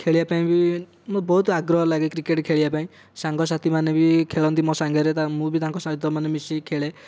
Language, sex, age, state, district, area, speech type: Odia, male, 18-30, Odisha, Dhenkanal, rural, spontaneous